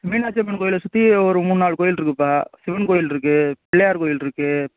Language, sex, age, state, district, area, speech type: Tamil, male, 30-45, Tamil Nadu, Ariyalur, rural, conversation